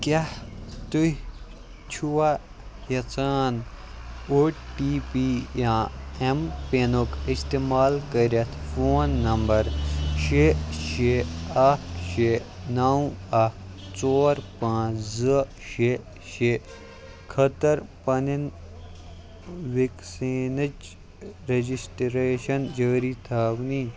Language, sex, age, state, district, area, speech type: Kashmiri, male, 18-30, Jammu and Kashmir, Kupwara, rural, read